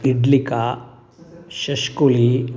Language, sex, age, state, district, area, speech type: Sanskrit, male, 60+, Karnataka, Mysore, urban, spontaneous